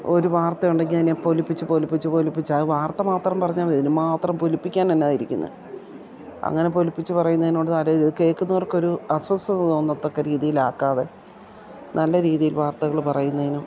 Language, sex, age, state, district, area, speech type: Malayalam, female, 60+, Kerala, Idukki, rural, spontaneous